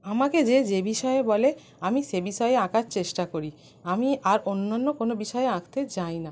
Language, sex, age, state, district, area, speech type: Bengali, female, 30-45, West Bengal, North 24 Parganas, urban, spontaneous